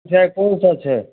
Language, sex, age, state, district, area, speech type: Maithili, male, 60+, Bihar, Madhepura, rural, conversation